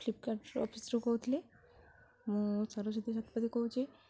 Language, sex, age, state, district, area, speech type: Odia, female, 18-30, Odisha, Jagatsinghpur, rural, spontaneous